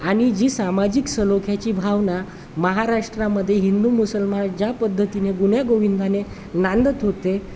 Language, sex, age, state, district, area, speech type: Marathi, male, 30-45, Maharashtra, Wardha, urban, spontaneous